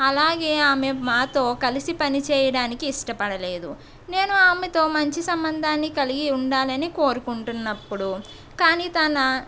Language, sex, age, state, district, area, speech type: Telugu, female, 45-60, Andhra Pradesh, East Godavari, urban, spontaneous